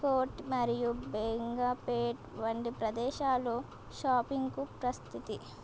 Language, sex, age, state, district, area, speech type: Telugu, female, 18-30, Telangana, Komaram Bheem, urban, spontaneous